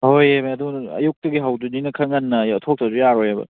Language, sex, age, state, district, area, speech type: Manipuri, male, 18-30, Manipur, Kangpokpi, urban, conversation